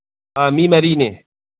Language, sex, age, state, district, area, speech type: Manipuri, male, 45-60, Manipur, Imphal East, rural, conversation